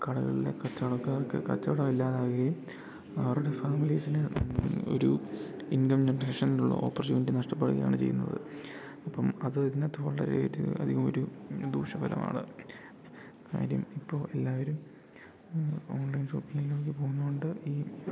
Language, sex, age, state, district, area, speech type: Malayalam, male, 18-30, Kerala, Idukki, rural, spontaneous